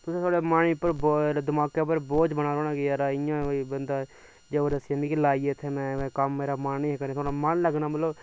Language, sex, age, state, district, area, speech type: Dogri, male, 30-45, Jammu and Kashmir, Udhampur, urban, spontaneous